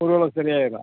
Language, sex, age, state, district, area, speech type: Tamil, male, 60+, Tamil Nadu, Madurai, rural, conversation